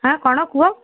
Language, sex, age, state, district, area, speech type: Odia, female, 30-45, Odisha, Malkangiri, urban, conversation